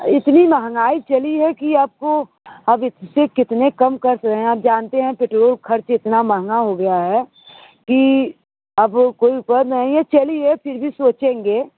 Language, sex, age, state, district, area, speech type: Hindi, female, 30-45, Uttar Pradesh, Mirzapur, rural, conversation